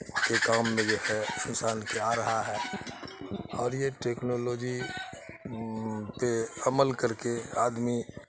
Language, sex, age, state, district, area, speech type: Urdu, male, 60+, Bihar, Khagaria, rural, spontaneous